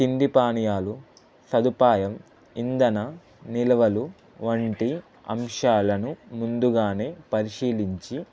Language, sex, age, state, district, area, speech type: Telugu, male, 18-30, Telangana, Ranga Reddy, urban, spontaneous